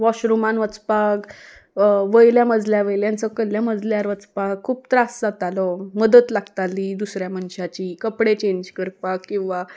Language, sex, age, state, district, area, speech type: Goan Konkani, female, 18-30, Goa, Salcete, urban, spontaneous